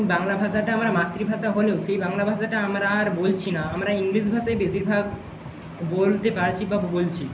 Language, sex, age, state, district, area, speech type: Bengali, male, 60+, West Bengal, Jhargram, rural, spontaneous